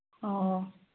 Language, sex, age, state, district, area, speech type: Manipuri, female, 18-30, Manipur, Chandel, rural, conversation